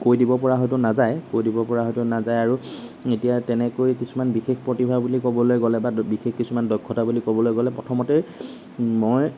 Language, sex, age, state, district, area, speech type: Assamese, male, 45-60, Assam, Morigaon, rural, spontaneous